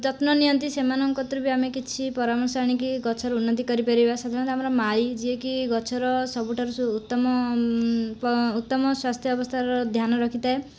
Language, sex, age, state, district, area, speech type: Odia, female, 18-30, Odisha, Jajpur, rural, spontaneous